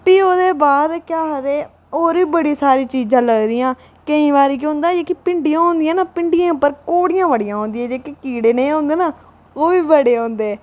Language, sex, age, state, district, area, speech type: Dogri, female, 18-30, Jammu and Kashmir, Reasi, rural, spontaneous